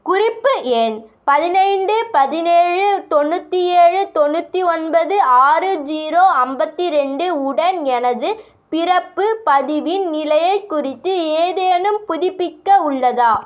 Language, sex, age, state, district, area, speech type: Tamil, female, 18-30, Tamil Nadu, Vellore, urban, read